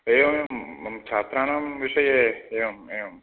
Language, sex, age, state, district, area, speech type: Sanskrit, male, 30-45, Karnataka, Uttara Kannada, rural, conversation